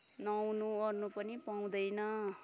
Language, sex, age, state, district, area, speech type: Nepali, female, 30-45, West Bengal, Kalimpong, rural, spontaneous